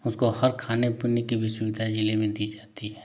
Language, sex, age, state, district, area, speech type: Hindi, male, 30-45, Uttar Pradesh, Ghazipur, rural, spontaneous